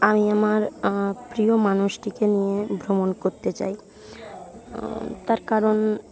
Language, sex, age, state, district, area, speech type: Bengali, female, 60+, West Bengal, Jhargram, rural, spontaneous